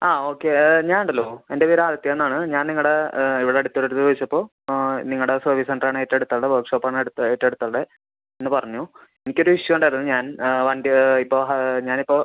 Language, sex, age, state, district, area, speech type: Malayalam, male, 18-30, Kerala, Thrissur, rural, conversation